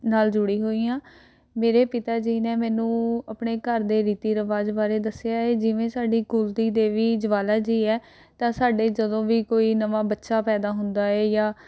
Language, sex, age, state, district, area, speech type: Punjabi, female, 18-30, Punjab, Rupnagar, urban, spontaneous